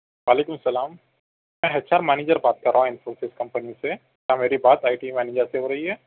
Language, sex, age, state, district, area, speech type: Urdu, male, 30-45, Telangana, Hyderabad, urban, conversation